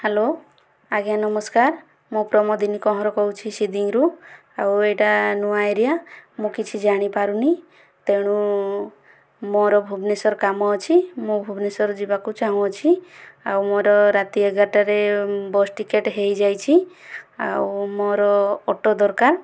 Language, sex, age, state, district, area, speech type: Odia, female, 30-45, Odisha, Kandhamal, rural, spontaneous